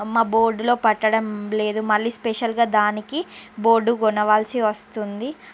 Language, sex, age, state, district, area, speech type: Telugu, female, 45-60, Andhra Pradesh, Srikakulam, urban, spontaneous